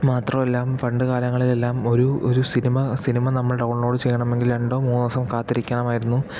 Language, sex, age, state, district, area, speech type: Malayalam, male, 18-30, Kerala, Palakkad, rural, spontaneous